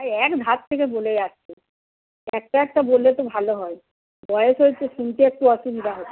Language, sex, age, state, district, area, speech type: Bengali, female, 60+, West Bengal, Darjeeling, rural, conversation